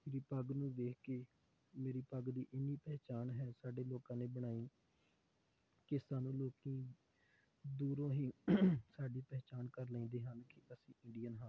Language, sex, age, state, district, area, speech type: Punjabi, male, 30-45, Punjab, Tarn Taran, rural, spontaneous